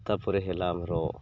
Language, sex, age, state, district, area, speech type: Odia, male, 30-45, Odisha, Subarnapur, urban, spontaneous